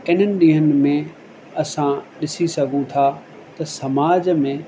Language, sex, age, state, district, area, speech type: Sindhi, male, 30-45, Rajasthan, Ajmer, urban, spontaneous